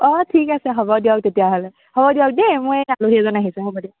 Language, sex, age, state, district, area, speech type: Assamese, female, 18-30, Assam, Sonitpur, rural, conversation